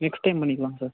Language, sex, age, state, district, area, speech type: Tamil, male, 30-45, Tamil Nadu, Cuddalore, rural, conversation